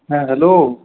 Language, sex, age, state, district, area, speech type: Bengali, male, 18-30, West Bengal, Purulia, urban, conversation